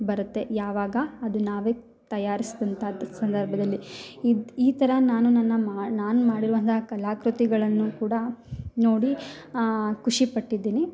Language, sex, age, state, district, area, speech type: Kannada, female, 30-45, Karnataka, Hassan, rural, spontaneous